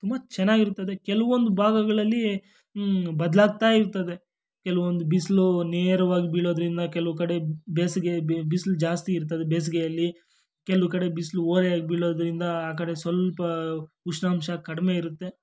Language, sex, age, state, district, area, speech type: Kannada, male, 18-30, Karnataka, Kolar, rural, spontaneous